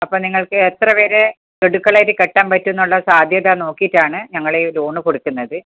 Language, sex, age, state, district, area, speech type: Malayalam, female, 60+, Kerala, Kasaragod, urban, conversation